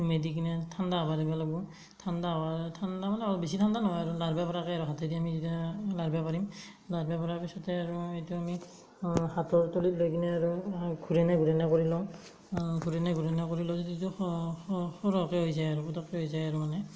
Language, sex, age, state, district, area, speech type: Assamese, male, 18-30, Assam, Darrang, rural, spontaneous